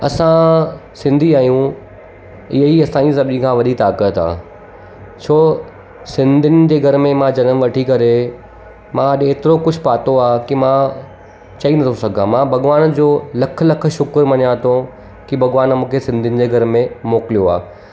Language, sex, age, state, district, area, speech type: Sindhi, male, 30-45, Gujarat, Surat, urban, spontaneous